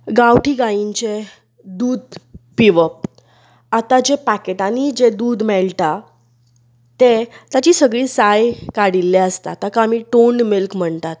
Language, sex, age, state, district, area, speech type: Goan Konkani, female, 30-45, Goa, Bardez, rural, spontaneous